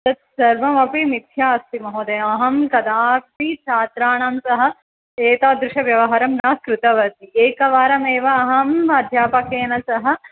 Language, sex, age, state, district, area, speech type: Sanskrit, female, 18-30, Andhra Pradesh, Chittoor, urban, conversation